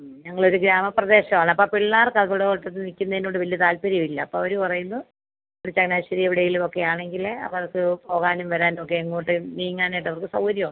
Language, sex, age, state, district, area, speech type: Malayalam, female, 45-60, Kerala, Pathanamthitta, rural, conversation